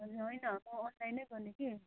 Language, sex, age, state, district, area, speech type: Nepali, female, 30-45, West Bengal, Kalimpong, rural, conversation